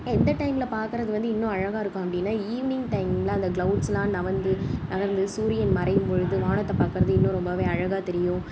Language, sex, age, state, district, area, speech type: Tamil, female, 18-30, Tamil Nadu, Tiruvarur, urban, spontaneous